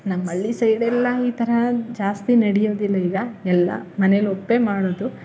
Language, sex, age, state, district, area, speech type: Kannada, female, 18-30, Karnataka, Chamarajanagar, rural, spontaneous